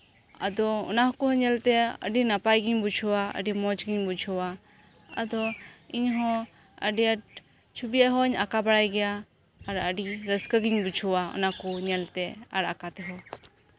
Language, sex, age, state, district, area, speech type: Santali, female, 18-30, West Bengal, Birbhum, rural, spontaneous